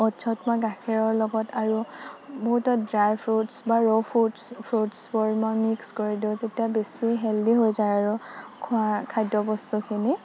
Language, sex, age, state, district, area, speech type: Assamese, female, 30-45, Assam, Nagaon, rural, spontaneous